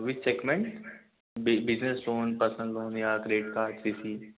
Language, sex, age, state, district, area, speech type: Hindi, male, 18-30, Madhya Pradesh, Indore, urban, conversation